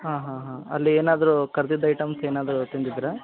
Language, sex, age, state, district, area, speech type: Kannada, male, 18-30, Karnataka, Koppal, rural, conversation